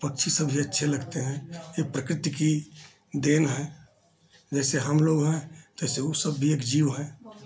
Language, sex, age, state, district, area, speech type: Hindi, male, 60+, Uttar Pradesh, Chandauli, urban, spontaneous